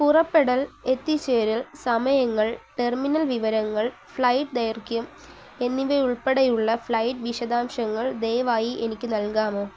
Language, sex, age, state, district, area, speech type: Malayalam, female, 18-30, Kerala, Palakkad, rural, spontaneous